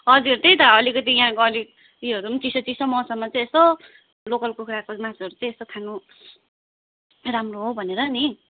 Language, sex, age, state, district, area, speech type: Nepali, female, 60+, West Bengal, Darjeeling, rural, conversation